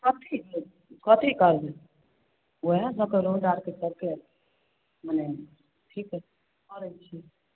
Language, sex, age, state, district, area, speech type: Maithili, female, 30-45, Bihar, Samastipur, rural, conversation